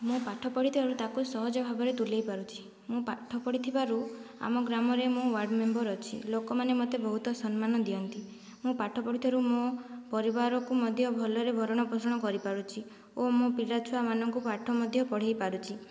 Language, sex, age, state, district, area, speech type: Odia, female, 45-60, Odisha, Kandhamal, rural, spontaneous